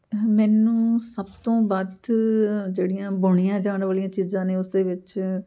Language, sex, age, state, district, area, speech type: Punjabi, female, 30-45, Punjab, Amritsar, urban, spontaneous